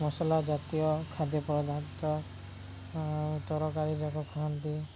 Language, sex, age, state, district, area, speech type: Odia, male, 30-45, Odisha, Koraput, urban, spontaneous